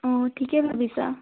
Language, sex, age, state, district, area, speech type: Assamese, female, 18-30, Assam, Biswanath, rural, conversation